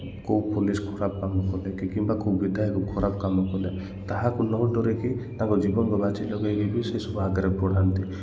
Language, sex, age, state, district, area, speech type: Odia, male, 30-45, Odisha, Koraput, urban, spontaneous